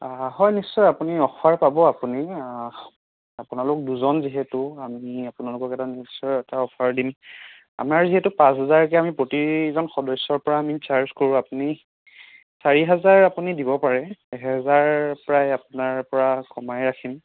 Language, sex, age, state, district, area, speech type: Assamese, male, 18-30, Assam, Sonitpur, rural, conversation